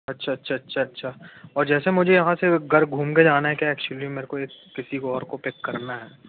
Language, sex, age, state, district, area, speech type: Hindi, male, 18-30, Madhya Pradesh, Jabalpur, urban, conversation